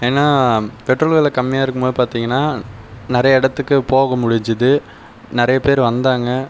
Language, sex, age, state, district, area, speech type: Tamil, male, 30-45, Tamil Nadu, Viluppuram, rural, spontaneous